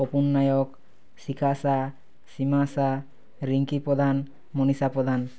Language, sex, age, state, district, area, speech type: Odia, male, 18-30, Odisha, Kalahandi, rural, spontaneous